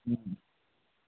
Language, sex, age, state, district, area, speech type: Urdu, male, 18-30, Uttar Pradesh, Azamgarh, rural, conversation